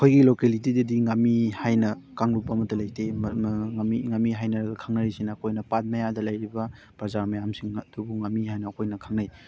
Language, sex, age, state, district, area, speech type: Manipuri, male, 18-30, Manipur, Thoubal, rural, spontaneous